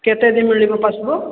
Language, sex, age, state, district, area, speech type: Odia, female, 45-60, Odisha, Sambalpur, rural, conversation